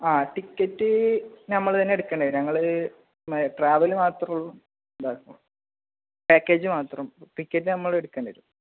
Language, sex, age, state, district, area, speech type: Malayalam, male, 18-30, Kerala, Malappuram, rural, conversation